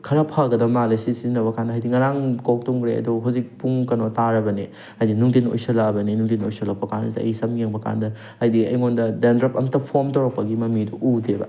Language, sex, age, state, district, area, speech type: Manipuri, male, 18-30, Manipur, Thoubal, rural, spontaneous